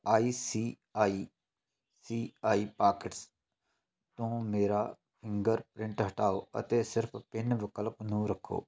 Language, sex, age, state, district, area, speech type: Punjabi, male, 45-60, Punjab, Tarn Taran, rural, read